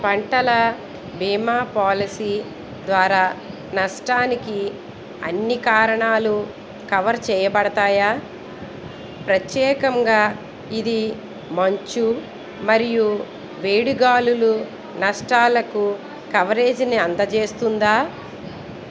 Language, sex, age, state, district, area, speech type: Telugu, female, 60+, Andhra Pradesh, Eluru, urban, read